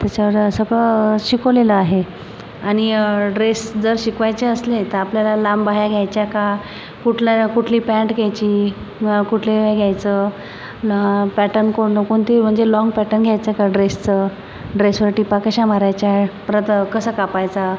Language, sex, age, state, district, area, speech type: Marathi, female, 45-60, Maharashtra, Buldhana, rural, spontaneous